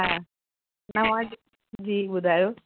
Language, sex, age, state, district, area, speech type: Sindhi, female, 45-60, Uttar Pradesh, Lucknow, urban, conversation